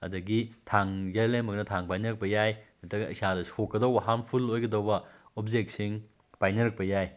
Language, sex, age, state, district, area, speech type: Manipuri, male, 18-30, Manipur, Kakching, rural, spontaneous